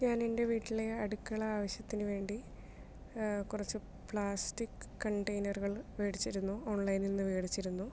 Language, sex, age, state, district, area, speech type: Malayalam, female, 30-45, Kerala, Palakkad, rural, spontaneous